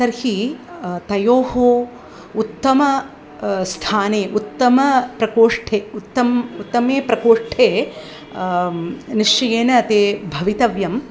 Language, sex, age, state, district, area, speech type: Sanskrit, female, 60+, Tamil Nadu, Chennai, urban, spontaneous